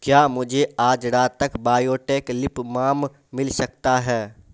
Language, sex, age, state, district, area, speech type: Urdu, male, 18-30, Bihar, Saharsa, rural, read